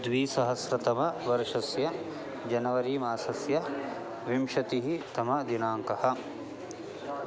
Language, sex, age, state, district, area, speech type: Sanskrit, male, 30-45, Karnataka, Bangalore Urban, urban, spontaneous